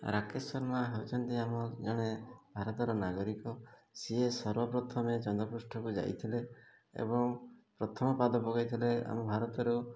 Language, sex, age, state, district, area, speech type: Odia, male, 45-60, Odisha, Mayurbhanj, rural, spontaneous